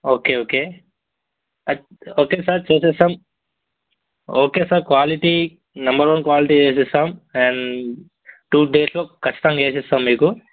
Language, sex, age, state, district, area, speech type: Telugu, male, 18-30, Telangana, Yadadri Bhuvanagiri, urban, conversation